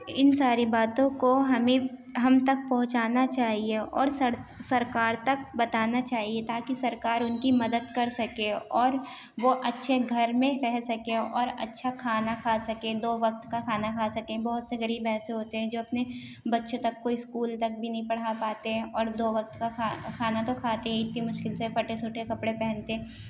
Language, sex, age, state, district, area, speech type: Urdu, female, 18-30, Uttar Pradesh, Ghaziabad, urban, spontaneous